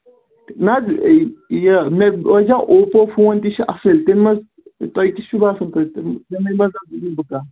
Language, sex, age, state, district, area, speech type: Kashmiri, male, 18-30, Jammu and Kashmir, Kulgam, urban, conversation